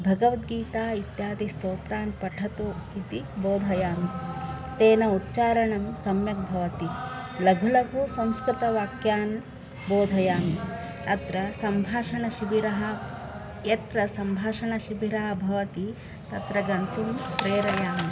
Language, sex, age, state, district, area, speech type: Sanskrit, female, 45-60, Karnataka, Bangalore Urban, urban, spontaneous